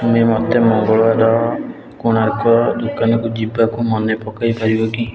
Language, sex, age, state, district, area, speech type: Odia, male, 18-30, Odisha, Puri, urban, read